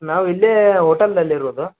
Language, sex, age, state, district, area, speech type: Kannada, male, 30-45, Karnataka, Gadag, rural, conversation